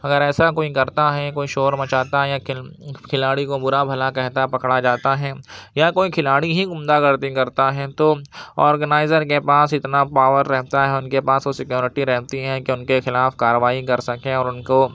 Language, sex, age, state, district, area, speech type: Urdu, male, 60+, Uttar Pradesh, Lucknow, urban, spontaneous